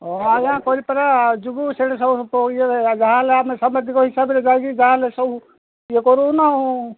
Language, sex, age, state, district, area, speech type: Odia, male, 60+, Odisha, Gajapati, rural, conversation